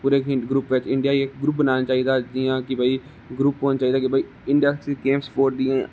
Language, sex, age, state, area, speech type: Dogri, male, 18-30, Jammu and Kashmir, rural, spontaneous